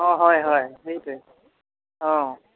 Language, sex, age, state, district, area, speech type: Assamese, male, 60+, Assam, Darrang, rural, conversation